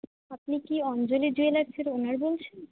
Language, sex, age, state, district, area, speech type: Bengali, female, 18-30, West Bengal, Uttar Dinajpur, urban, conversation